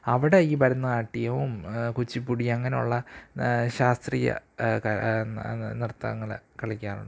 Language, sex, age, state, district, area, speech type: Malayalam, male, 18-30, Kerala, Thiruvananthapuram, urban, spontaneous